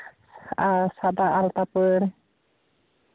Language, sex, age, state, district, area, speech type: Santali, female, 30-45, West Bengal, Jhargram, rural, conversation